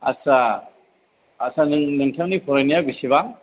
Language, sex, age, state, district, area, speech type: Bodo, male, 45-60, Assam, Chirang, rural, conversation